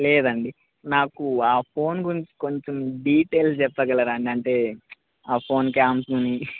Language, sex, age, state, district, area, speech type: Telugu, male, 18-30, Telangana, Khammam, urban, conversation